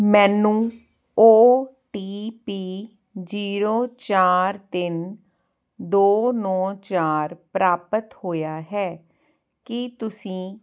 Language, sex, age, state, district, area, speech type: Punjabi, female, 45-60, Punjab, Ludhiana, rural, read